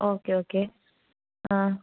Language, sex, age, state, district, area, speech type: Malayalam, female, 18-30, Kerala, Kollam, rural, conversation